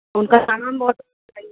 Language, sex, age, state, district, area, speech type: Hindi, female, 18-30, Rajasthan, Jodhpur, urban, conversation